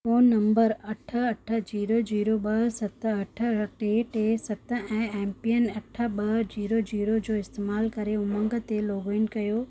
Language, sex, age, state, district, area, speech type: Sindhi, female, 18-30, Rajasthan, Ajmer, urban, read